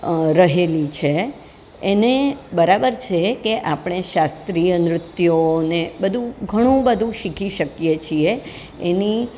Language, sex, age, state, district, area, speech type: Gujarati, female, 60+, Gujarat, Surat, urban, spontaneous